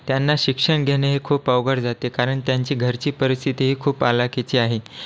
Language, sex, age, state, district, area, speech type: Marathi, male, 18-30, Maharashtra, Washim, rural, spontaneous